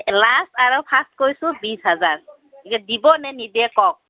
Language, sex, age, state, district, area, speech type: Assamese, female, 18-30, Assam, Kamrup Metropolitan, urban, conversation